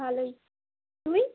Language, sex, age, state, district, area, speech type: Bengali, female, 18-30, West Bengal, Uttar Dinajpur, urban, conversation